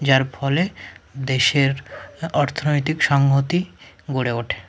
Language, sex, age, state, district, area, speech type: Bengali, male, 30-45, West Bengal, Hooghly, urban, spontaneous